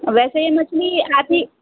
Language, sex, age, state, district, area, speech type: Urdu, female, 30-45, Delhi, East Delhi, urban, conversation